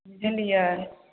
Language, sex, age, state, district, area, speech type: Maithili, female, 30-45, Bihar, Samastipur, rural, conversation